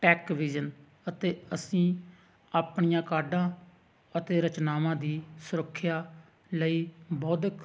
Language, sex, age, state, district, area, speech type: Punjabi, male, 45-60, Punjab, Hoshiarpur, rural, read